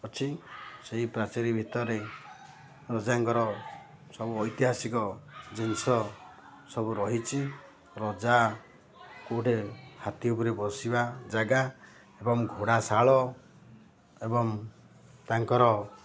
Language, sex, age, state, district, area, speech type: Odia, male, 45-60, Odisha, Ganjam, urban, spontaneous